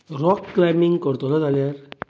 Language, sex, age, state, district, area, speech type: Goan Konkani, male, 30-45, Goa, Bardez, urban, spontaneous